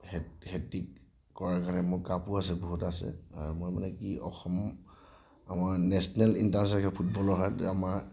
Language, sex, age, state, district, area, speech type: Assamese, male, 30-45, Assam, Nagaon, rural, spontaneous